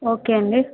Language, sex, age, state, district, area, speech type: Telugu, female, 30-45, Andhra Pradesh, Vizianagaram, rural, conversation